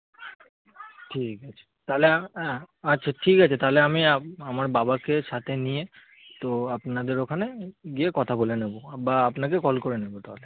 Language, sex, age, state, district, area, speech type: Bengali, male, 18-30, West Bengal, Kolkata, urban, conversation